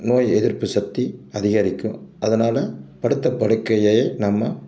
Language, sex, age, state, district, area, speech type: Tamil, male, 60+, Tamil Nadu, Tiruppur, rural, spontaneous